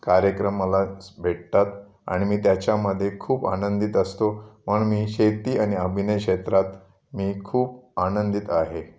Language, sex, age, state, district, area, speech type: Marathi, male, 45-60, Maharashtra, Raigad, rural, spontaneous